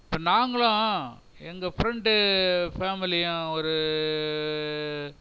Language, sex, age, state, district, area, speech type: Tamil, male, 60+, Tamil Nadu, Cuddalore, rural, spontaneous